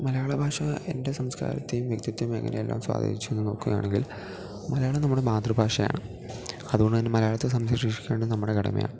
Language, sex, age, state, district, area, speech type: Malayalam, male, 18-30, Kerala, Idukki, rural, spontaneous